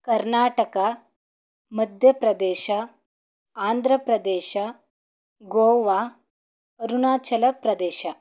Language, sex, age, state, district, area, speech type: Kannada, female, 18-30, Karnataka, Davanagere, rural, spontaneous